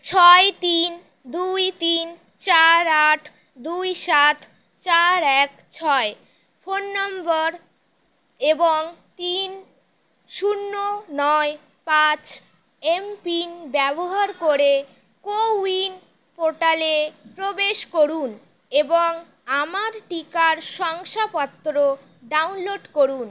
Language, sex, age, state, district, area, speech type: Bengali, female, 18-30, West Bengal, Howrah, urban, read